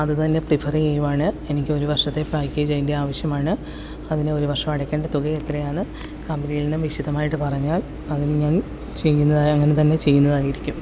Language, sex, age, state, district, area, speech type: Malayalam, female, 30-45, Kerala, Pathanamthitta, rural, spontaneous